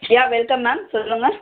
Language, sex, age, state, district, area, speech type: Tamil, female, 45-60, Tamil Nadu, Chennai, urban, conversation